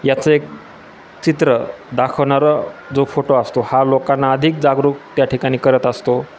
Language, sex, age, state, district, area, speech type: Marathi, male, 45-60, Maharashtra, Jalna, urban, spontaneous